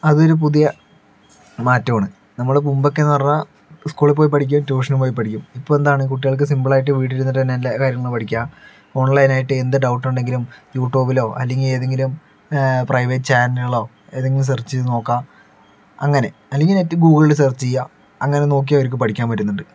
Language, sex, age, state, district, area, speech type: Malayalam, male, 30-45, Kerala, Palakkad, rural, spontaneous